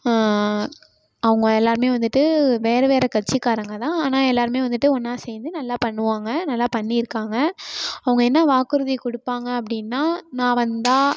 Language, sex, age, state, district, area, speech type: Tamil, female, 18-30, Tamil Nadu, Tiruchirappalli, rural, spontaneous